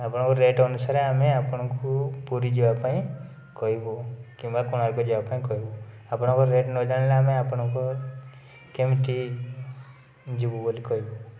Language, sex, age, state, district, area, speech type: Odia, male, 30-45, Odisha, Puri, urban, spontaneous